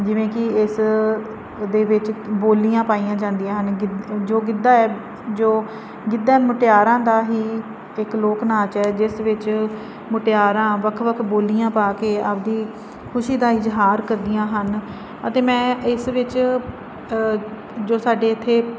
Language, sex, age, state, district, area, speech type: Punjabi, female, 30-45, Punjab, Fazilka, rural, spontaneous